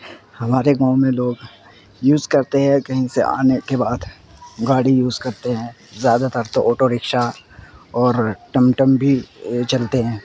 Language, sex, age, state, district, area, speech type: Urdu, male, 18-30, Bihar, Supaul, rural, spontaneous